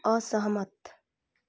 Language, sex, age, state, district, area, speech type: Nepali, female, 30-45, West Bengal, Kalimpong, rural, read